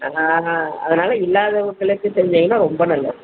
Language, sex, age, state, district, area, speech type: Tamil, female, 60+, Tamil Nadu, Virudhunagar, rural, conversation